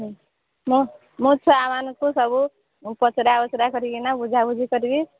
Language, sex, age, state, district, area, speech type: Odia, female, 45-60, Odisha, Sambalpur, rural, conversation